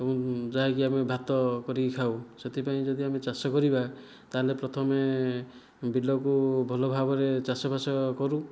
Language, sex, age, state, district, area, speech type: Odia, male, 45-60, Odisha, Kandhamal, rural, spontaneous